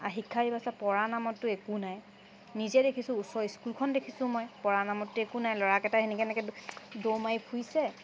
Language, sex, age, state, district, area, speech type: Assamese, female, 30-45, Assam, Charaideo, urban, spontaneous